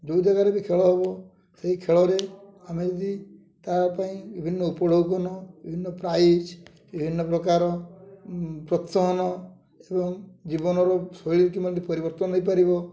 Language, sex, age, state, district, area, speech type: Odia, male, 45-60, Odisha, Mayurbhanj, rural, spontaneous